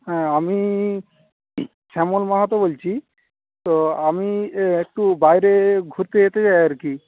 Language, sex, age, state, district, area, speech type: Bengali, male, 18-30, West Bengal, Jhargram, rural, conversation